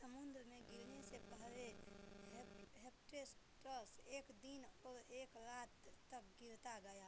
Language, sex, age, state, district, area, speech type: Hindi, female, 18-30, Bihar, Madhepura, rural, read